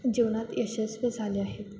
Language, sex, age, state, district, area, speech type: Marathi, female, 18-30, Maharashtra, Sangli, rural, spontaneous